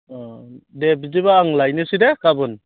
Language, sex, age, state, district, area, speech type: Bodo, male, 30-45, Assam, Chirang, rural, conversation